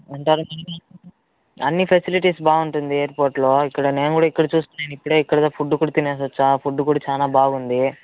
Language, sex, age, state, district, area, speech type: Telugu, male, 18-30, Andhra Pradesh, Chittoor, rural, conversation